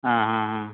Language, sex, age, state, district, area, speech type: Tamil, male, 18-30, Tamil Nadu, Krishnagiri, rural, conversation